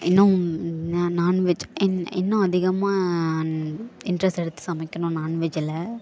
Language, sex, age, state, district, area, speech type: Tamil, female, 18-30, Tamil Nadu, Thanjavur, rural, spontaneous